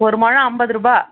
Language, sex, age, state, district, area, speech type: Tamil, female, 18-30, Tamil Nadu, Vellore, urban, conversation